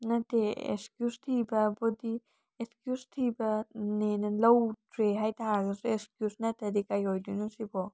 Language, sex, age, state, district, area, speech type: Manipuri, female, 18-30, Manipur, Senapati, rural, spontaneous